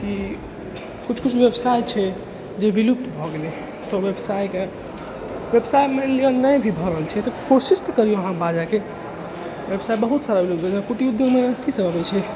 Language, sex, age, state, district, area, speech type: Maithili, male, 45-60, Bihar, Purnia, rural, spontaneous